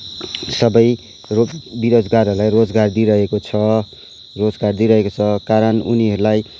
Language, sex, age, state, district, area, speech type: Nepali, male, 30-45, West Bengal, Kalimpong, rural, spontaneous